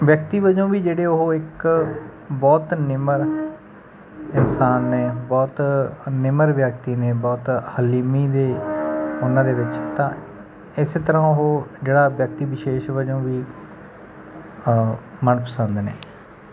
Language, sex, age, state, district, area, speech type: Punjabi, male, 30-45, Punjab, Bathinda, rural, spontaneous